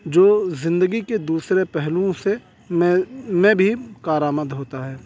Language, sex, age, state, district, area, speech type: Urdu, male, 18-30, Uttar Pradesh, Saharanpur, urban, spontaneous